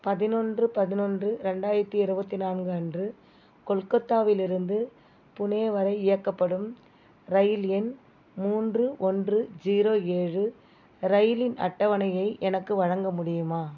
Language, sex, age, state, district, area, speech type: Tamil, female, 60+, Tamil Nadu, Viluppuram, rural, read